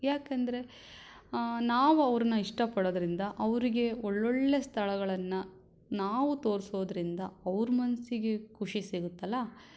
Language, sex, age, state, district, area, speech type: Kannada, female, 18-30, Karnataka, Shimoga, rural, spontaneous